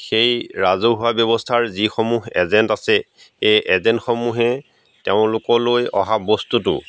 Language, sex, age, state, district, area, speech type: Assamese, male, 45-60, Assam, Golaghat, rural, spontaneous